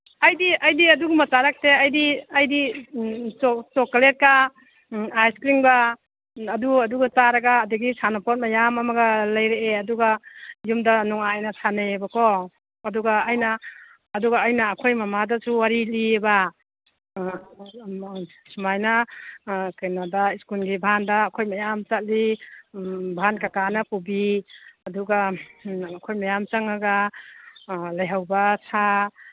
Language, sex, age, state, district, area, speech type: Manipuri, female, 60+, Manipur, Imphal East, rural, conversation